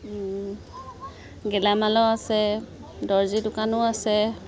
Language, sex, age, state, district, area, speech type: Assamese, female, 30-45, Assam, Sivasagar, rural, spontaneous